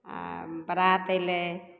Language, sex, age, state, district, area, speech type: Maithili, female, 30-45, Bihar, Begusarai, rural, spontaneous